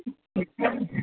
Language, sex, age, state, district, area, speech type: Sindhi, female, 30-45, Rajasthan, Ajmer, urban, conversation